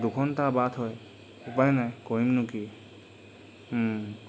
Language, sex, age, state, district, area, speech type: Assamese, male, 45-60, Assam, Charaideo, rural, spontaneous